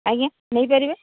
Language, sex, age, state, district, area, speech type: Odia, female, 45-60, Odisha, Angul, rural, conversation